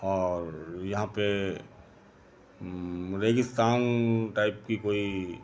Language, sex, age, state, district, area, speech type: Hindi, male, 60+, Uttar Pradesh, Lucknow, rural, spontaneous